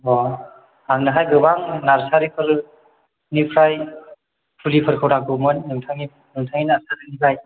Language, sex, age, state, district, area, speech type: Bodo, male, 18-30, Assam, Chirang, urban, conversation